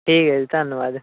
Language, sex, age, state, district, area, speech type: Punjabi, male, 18-30, Punjab, Shaheed Bhagat Singh Nagar, urban, conversation